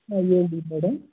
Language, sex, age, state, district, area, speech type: Kannada, male, 60+, Karnataka, Kolar, rural, conversation